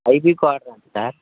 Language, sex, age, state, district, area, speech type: Telugu, male, 18-30, Telangana, Khammam, rural, conversation